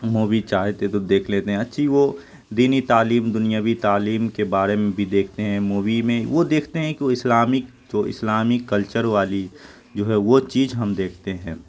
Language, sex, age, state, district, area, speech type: Urdu, male, 18-30, Bihar, Saharsa, urban, spontaneous